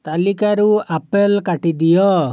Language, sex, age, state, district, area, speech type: Odia, male, 18-30, Odisha, Jajpur, rural, read